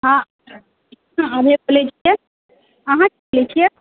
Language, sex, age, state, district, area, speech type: Maithili, female, 30-45, Bihar, Supaul, rural, conversation